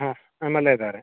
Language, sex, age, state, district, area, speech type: Kannada, male, 30-45, Karnataka, Uttara Kannada, rural, conversation